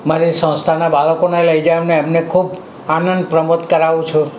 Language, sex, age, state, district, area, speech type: Gujarati, male, 60+, Gujarat, Valsad, urban, spontaneous